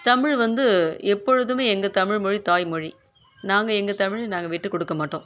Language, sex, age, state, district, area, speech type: Tamil, female, 60+, Tamil Nadu, Kallakurichi, urban, spontaneous